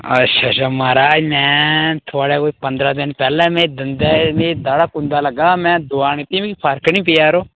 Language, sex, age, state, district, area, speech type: Dogri, male, 18-30, Jammu and Kashmir, Udhampur, rural, conversation